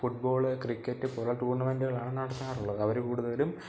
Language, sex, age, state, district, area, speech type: Malayalam, male, 18-30, Kerala, Pathanamthitta, rural, spontaneous